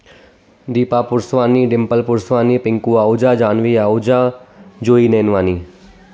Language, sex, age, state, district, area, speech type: Sindhi, male, 30-45, Gujarat, Surat, urban, spontaneous